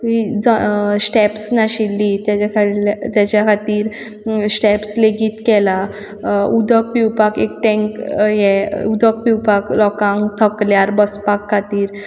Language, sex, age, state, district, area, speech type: Goan Konkani, female, 18-30, Goa, Quepem, rural, spontaneous